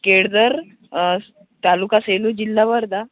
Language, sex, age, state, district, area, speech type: Marathi, male, 18-30, Maharashtra, Wardha, rural, conversation